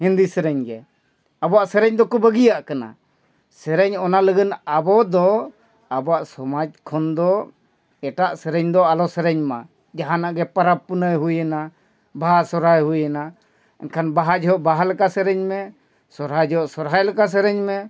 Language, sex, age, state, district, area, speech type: Santali, male, 45-60, Jharkhand, Bokaro, rural, spontaneous